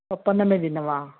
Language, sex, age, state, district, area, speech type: Telugu, female, 60+, Telangana, Hyderabad, urban, conversation